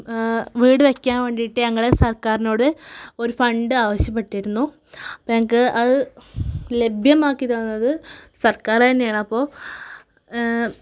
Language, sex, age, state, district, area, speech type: Malayalam, female, 18-30, Kerala, Malappuram, rural, spontaneous